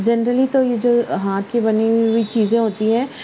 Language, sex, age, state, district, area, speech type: Urdu, female, 60+, Maharashtra, Nashik, urban, spontaneous